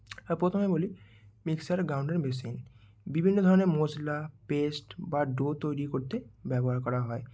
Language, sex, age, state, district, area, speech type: Bengali, male, 18-30, West Bengal, Bankura, urban, spontaneous